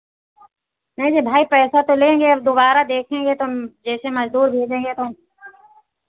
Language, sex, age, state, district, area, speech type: Hindi, female, 60+, Uttar Pradesh, Ayodhya, rural, conversation